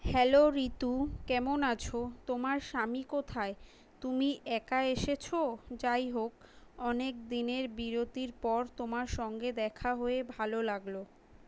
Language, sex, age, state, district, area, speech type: Bengali, female, 18-30, West Bengal, Kolkata, urban, read